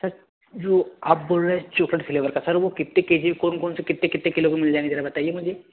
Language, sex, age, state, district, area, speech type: Hindi, male, 18-30, Madhya Pradesh, Betul, rural, conversation